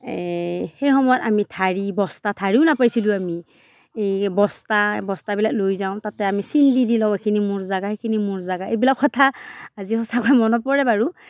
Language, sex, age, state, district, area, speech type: Assamese, female, 45-60, Assam, Darrang, rural, spontaneous